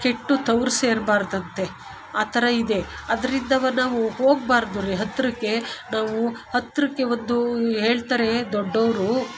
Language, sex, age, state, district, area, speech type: Kannada, female, 45-60, Karnataka, Bangalore Urban, urban, spontaneous